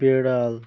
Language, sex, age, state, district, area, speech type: Bengali, male, 18-30, West Bengal, North 24 Parganas, rural, read